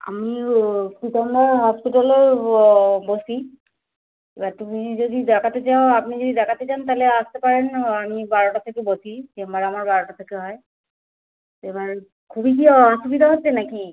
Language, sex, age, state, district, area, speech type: Bengali, female, 45-60, West Bengal, Hooghly, urban, conversation